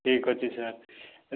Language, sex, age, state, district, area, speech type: Odia, male, 30-45, Odisha, Kalahandi, rural, conversation